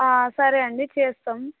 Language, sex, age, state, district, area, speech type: Telugu, female, 18-30, Telangana, Nalgonda, rural, conversation